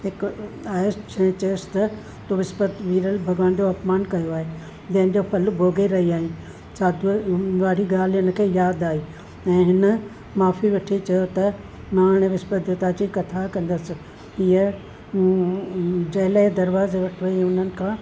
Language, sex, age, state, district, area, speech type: Sindhi, female, 60+, Maharashtra, Thane, urban, spontaneous